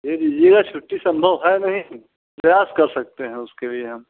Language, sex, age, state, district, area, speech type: Hindi, male, 60+, Uttar Pradesh, Mirzapur, urban, conversation